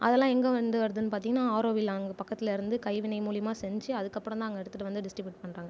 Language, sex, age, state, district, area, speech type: Tamil, female, 18-30, Tamil Nadu, Viluppuram, urban, spontaneous